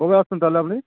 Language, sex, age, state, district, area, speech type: Bengali, male, 18-30, West Bengal, Uttar Dinajpur, rural, conversation